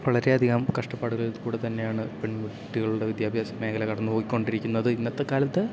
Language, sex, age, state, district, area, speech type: Malayalam, male, 18-30, Kerala, Idukki, rural, spontaneous